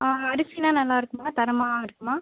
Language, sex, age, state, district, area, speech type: Tamil, female, 18-30, Tamil Nadu, Pudukkottai, rural, conversation